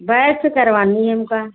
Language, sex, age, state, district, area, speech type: Hindi, female, 60+, Uttar Pradesh, Hardoi, rural, conversation